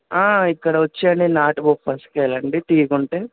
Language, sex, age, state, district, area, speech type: Telugu, male, 45-60, Andhra Pradesh, West Godavari, rural, conversation